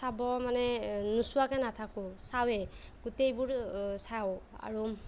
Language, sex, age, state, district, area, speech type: Assamese, female, 30-45, Assam, Nagaon, rural, spontaneous